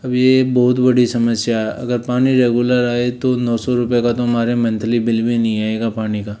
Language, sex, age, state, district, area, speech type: Hindi, male, 30-45, Rajasthan, Jaipur, urban, spontaneous